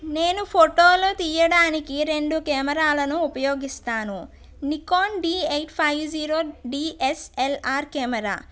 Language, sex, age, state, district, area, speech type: Telugu, female, 30-45, Andhra Pradesh, West Godavari, rural, spontaneous